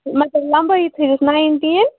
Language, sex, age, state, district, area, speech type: Kashmiri, other, 30-45, Jammu and Kashmir, Baramulla, urban, conversation